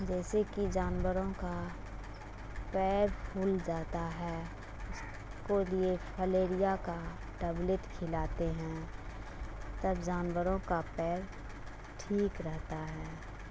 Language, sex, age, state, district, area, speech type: Urdu, female, 45-60, Bihar, Darbhanga, rural, spontaneous